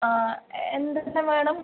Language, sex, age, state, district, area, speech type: Malayalam, female, 18-30, Kerala, Kasaragod, rural, conversation